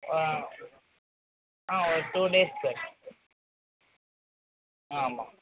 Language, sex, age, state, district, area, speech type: Tamil, male, 18-30, Tamil Nadu, Mayiladuthurai, urban, conversation